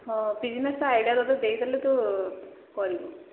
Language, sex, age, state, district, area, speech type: Odia, female, 30-45, Odisha, Sambalpur, rural, conversation